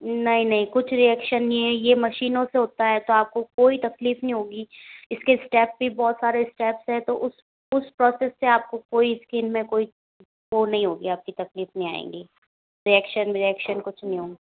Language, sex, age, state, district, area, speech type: Hindi, female, 30-45, Rajasthan, Jodhpur, urban, conversation